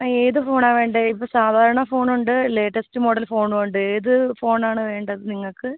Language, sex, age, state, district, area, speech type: Malayalam, female, 30-45, Kerala, Alappuzha, rural, conversation